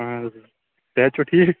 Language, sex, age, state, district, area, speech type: Kashmiri, male, 30-45, Jammu and Kashmir, Kulgam, rural, conversation